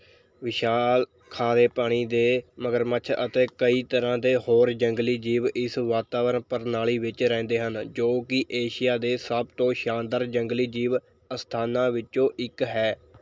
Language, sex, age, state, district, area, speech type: Punjabi, male, 18-30, Punjab, Mohali, rural, read